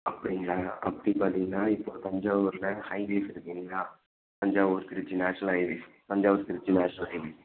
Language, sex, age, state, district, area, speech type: Tamil, male, 30-45, Tamil Nadu, Thanjavur, rural, conversation